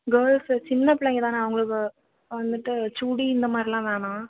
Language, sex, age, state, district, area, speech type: Tamil, female, 18-30, Tamil Nadu, Perambalur, rural, conversation